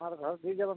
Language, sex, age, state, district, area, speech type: Bengali, male, 60+, West Bengal, Uttar Dinajpur, urban, conversation